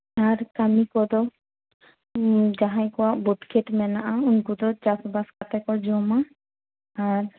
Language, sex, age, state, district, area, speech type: Santali, female, 18-30, West Bengal, Jhargram, rural, conversation